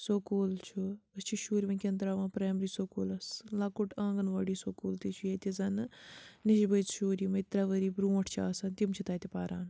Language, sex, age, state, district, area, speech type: Kashmiri, female, 30-45, Jammu and Kashmir, Bandipora, rural, spontaneous